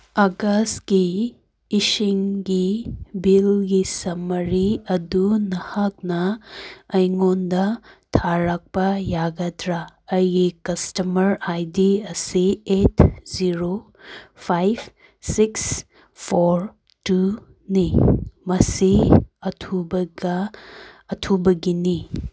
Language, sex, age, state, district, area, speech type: Manipuri, female, 18-30, Manipur, Kangpokpi, urban, read